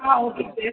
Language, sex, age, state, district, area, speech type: Tamil, female, 18-30, Tamil Nadu, Chennai, urban, conversation